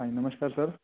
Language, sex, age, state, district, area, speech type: Punjabi, male, 18-30, Punjab, Fazilka, urban, conversation